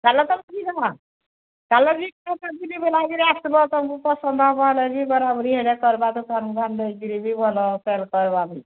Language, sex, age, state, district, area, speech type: Odia, female, 60+, Odisha, Angul, rural, conversation